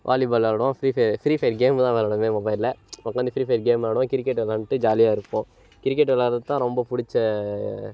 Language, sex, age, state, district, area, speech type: Tamil, male, 18-30, Tamil Nadu, Kallakurichi, urban, spontaneous